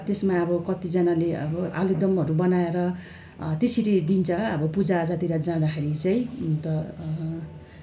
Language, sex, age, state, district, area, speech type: Nepali, female, 45-60, West Bengal, Darjeeling, rural, spontaneous